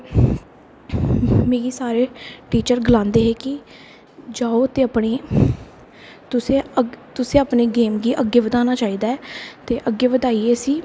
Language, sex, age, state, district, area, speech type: Dogri, female, 18-30, Jammu and Kashmir, Kathua, rural, spontaneous